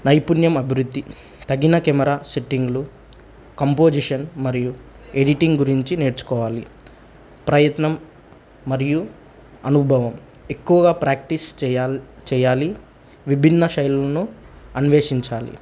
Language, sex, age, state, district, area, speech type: Telugu, male, 18-30, Telangana, Nagarkurnool, rural, spontaneous